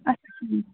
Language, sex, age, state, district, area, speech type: Kashmiri, female, 18-30, Jammu and Kashmir, Ganderbal, rural, conversation